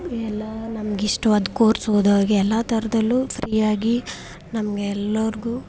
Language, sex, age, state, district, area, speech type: Kannada, female, 18-30, Karnataka, Chamarajanagar, urban, spontaneous